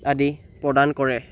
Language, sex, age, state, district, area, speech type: Assamese, male, 18-30, Assam, Sivasagar, rural, spontaneous